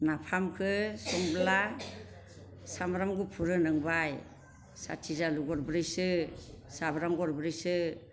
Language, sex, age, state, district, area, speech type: Bodo, female, 60+, Assam, Baksa, urban, spontaneous